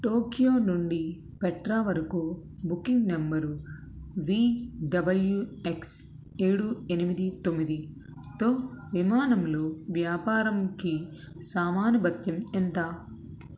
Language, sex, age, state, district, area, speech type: Telugu, female, 30-45, Andhra Pradesh, Krishna, urban, read